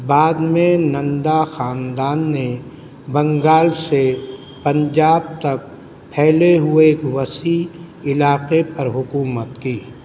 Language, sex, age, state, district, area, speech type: Urdu, male, 60+, Delhi, Central Delhi, urban, read